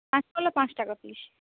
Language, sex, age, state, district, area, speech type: Bengali, female, 30-45, West Bengal, Purba Medinipur, rural, conversation